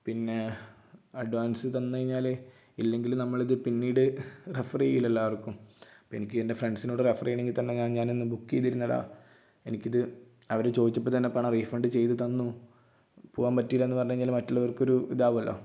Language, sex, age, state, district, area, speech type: Malayalam, male, 18-30, Kerala, Kozhikode, urban, spontaneous